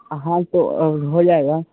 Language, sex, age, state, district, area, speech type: Urdu, male, 18-30, Bihar, Saharsa, rural, conversation